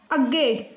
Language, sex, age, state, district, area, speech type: Punjabi, female, 18-30, Punjab, Fatehgarh Sahib, rural, read